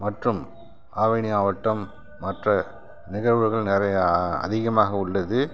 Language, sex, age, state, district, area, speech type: Tamil, male, 60+, Tamil Nadu, Kallakurichi, rural, spontaneous